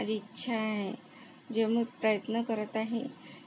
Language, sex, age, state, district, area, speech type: Marathi, female, 30-45, Maharashtra, Akola, rural, spontaneous